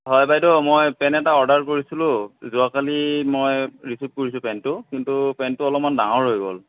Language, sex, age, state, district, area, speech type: Assamese, male, 30-45, Assam, Sonitpur, rural, conversation